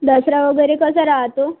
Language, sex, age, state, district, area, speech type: Marathi, female, 18-30, Maharashtra, Wardha, rural, conversation